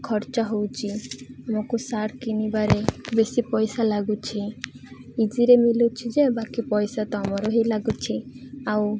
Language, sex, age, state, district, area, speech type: Odia, female, 18-30, Odisha, Malkangiri, urban, spontaneous